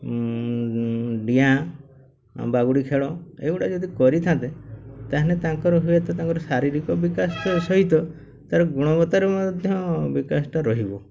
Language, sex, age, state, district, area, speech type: Odia, male, 45-60, Odisha, Mayurbhanj, rural, spontaneous